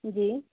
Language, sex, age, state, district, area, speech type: Hindi, female, 45-60, Uttar Pradesh, Hardoi, rural, conversation